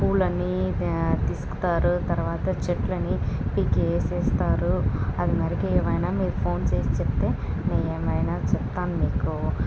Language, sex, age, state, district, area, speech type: Telugu, female, 30-45, Andhra Pradesh, Annamaya, urban, spontaneous